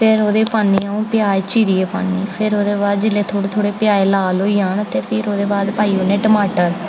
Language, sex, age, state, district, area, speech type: Dogri, female, 18-30, Jammu and Kashmir, Jammu, urban, spontaneous